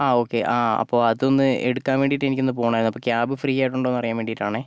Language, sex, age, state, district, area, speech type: Malayalam, male, 30-45, Kerala, Kozhikode, urban, spontaneous